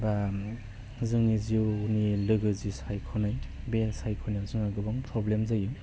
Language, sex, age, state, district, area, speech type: Bodo, male, 30-45, Assam, Baksa, urban, spontaneous